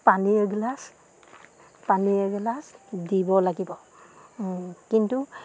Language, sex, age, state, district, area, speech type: Assamese, female, 45-60, Assam, Sivasagar, rural, spontaneous